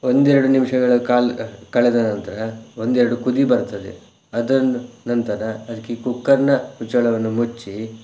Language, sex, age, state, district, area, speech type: Kannada, male, 18-30, Karnataka, Shimoga, rural, spontaneous